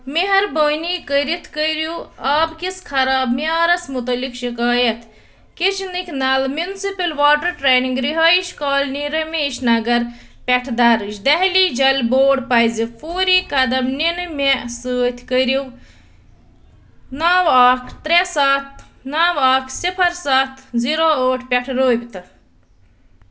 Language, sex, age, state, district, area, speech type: Kashmiri, female, 30-45, Jammu and Kashmir, Ganderbal, rural, read